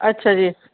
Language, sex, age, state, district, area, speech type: Punjabi, female, 45-60, Punjab, Shaheed Bhagat Singh Nagar, urban, conversation